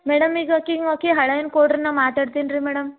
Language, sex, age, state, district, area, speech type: Kannada, female, 18-30, Karnataka, Gulbarga, urban, conversation